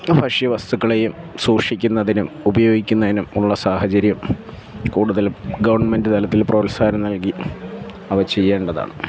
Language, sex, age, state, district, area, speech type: Malayalam, male, 45-60, Kerala, Alappuzha, rural, spontaneous